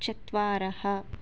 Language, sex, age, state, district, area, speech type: Sanskrit, female, 30-45, Telangana, Hyderabad, rural, read